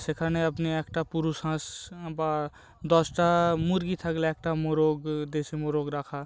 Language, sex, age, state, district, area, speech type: Bengali, male, 18-30, West Bengal, North 24 Parganas, rural, spontaneous